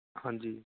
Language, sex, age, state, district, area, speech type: Punjabi, male, 18-30, Punjab, Fatehgarh Sahib, rural, conversation